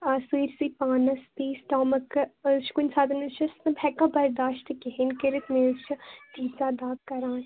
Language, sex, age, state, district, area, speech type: Kashmiri, female, 18-30, Jammu and Kashmir, Baramulla, rural, conversation